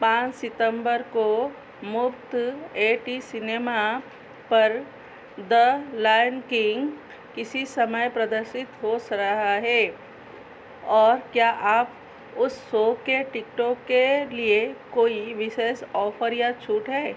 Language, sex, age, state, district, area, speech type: Hindi, female, 45-60, Madhya Pradesh, Chhindwara, rural, read